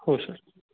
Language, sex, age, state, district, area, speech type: Marathi, male, 18-30, Maharashtra, Ratnagiri, urban, conversation